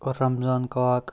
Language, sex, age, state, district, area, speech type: Kashmiri, male, 30-45, Jammu and Kashmir, Kupwara, rural, spontaneous